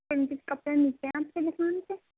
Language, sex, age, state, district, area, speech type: Urdu, female, 18-30, Uttar Pradesh, Gautam Buddha Nagar, rural, conversation